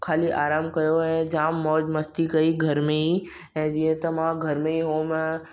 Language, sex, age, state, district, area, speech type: Sindhi, male, 18-30, Maharashtra, Mumbai Suburban, urban, spontaneous